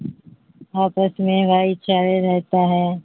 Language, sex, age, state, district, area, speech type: Urdu, female, 45-60, Bihar, Supaul, rural, conversation